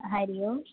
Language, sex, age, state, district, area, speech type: Sanskrit, female, 18-30, Kerala, Thrissur, urban, conversation